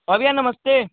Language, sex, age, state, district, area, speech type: Hindi, male, 18-30, Uttar Pradesh, Chandauli, rural, conversation